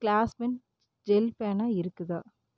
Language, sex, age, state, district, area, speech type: Tamil, female, 30-45, Tamil Nadu, Erode, rural, read